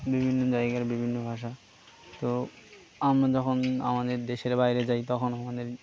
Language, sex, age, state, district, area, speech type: Bengali, male, 18-30, West Bengal, Birbhum, urban, spontaneous